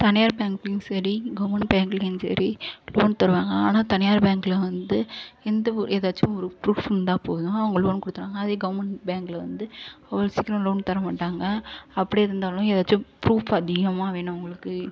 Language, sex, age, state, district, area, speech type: Tamil, female, 30-45, Tamil Nadu, Ariyalur, rural, spontaneous